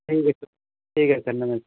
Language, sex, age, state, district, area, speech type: Hindi, male, 18-30, Uttar Pradesh, Chandauli, urban, conversation